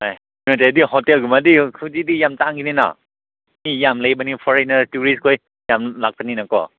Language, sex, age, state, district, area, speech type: Manipuri, male, 30-45, Manipur, Ukhrul, rural, conversation